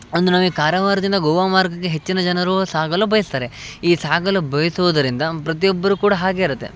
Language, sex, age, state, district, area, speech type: Kannada, male, 18-30, Karnataka, Uttara Kannada, rural, spontaneous